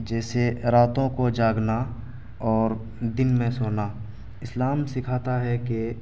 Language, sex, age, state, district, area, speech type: Urdu, male, 18-30, Bihar, Araria, rural, spontaneous